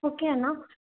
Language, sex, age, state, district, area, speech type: Tamil, female, 18-30, Tamil Nadu, Salem, rural, conversation